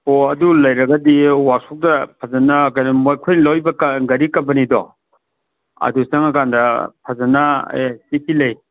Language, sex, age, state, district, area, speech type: Manipuri, male, 45-60, Manipur, Kangpokpi, urban, conversation